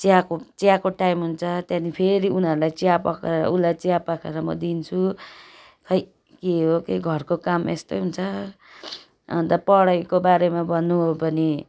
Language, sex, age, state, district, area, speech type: Nepali, female, 45-60, West Bengal, Darjeeling, rural, spontaneous